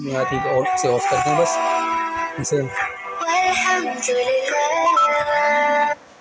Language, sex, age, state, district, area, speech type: Urdu, male, 45-60, Uttar Pradesh, Muzaffarnagar, urban, spontaneous